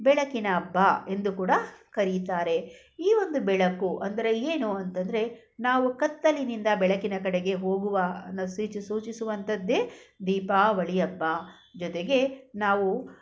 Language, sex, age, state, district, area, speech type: Kannada, female, 45-60, Karnataka, Bangalore Rural, rural, spontaneous